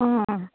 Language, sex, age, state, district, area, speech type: Nepali, female, 18-30, West Bengal, Darjeeling, rural, conversation